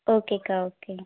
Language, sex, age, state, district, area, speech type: Tamil, female, 30-45, Tamil Nadu, Madurai, urban, conversation